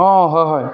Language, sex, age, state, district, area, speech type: Assamese, male, 18-30, Assam, Tinsukia, rural, spontaneous